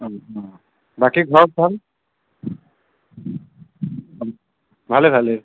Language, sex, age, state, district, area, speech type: Assamese, male, 30-45, Assam, Nagaon, rural, conversation